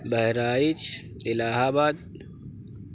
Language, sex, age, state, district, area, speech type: Urdu, male, 45-60, Uttar Pradesh, Lucknow, rural, spontaneous